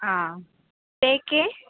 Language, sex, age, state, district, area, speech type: Sanskrit, female, 18-30, Kerala, Thrissur, rural, conversation